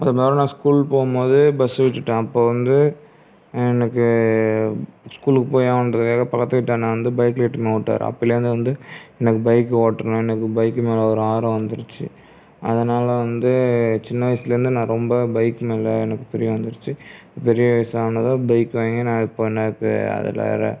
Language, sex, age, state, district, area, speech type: Tamil, male, 30-45, Tamil Nadu, Cuddalore, rural, spontaneous